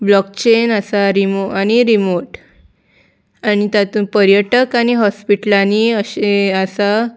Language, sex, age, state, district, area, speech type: Goan Konkani, female, 18-30, Goa, Salcete, urban, spontaneous